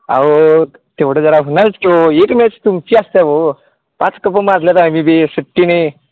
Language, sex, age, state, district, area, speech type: Marathi, male, 30-45, Maharashtra, Sangli, urban, conversation